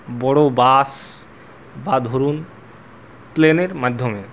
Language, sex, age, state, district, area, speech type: Bengali, male, 45-60, West Bengal, Purulia, urban, spontaneous